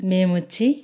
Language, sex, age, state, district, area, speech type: Telugu, female, 60+, Andhra Pradesh, Sri Balaji, urban, spontaneous